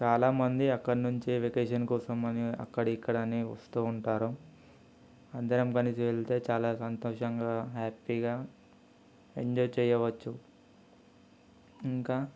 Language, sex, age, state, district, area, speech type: Telugu, male, 18-30, Telangana, Ranga Reddy, urban, spontaneous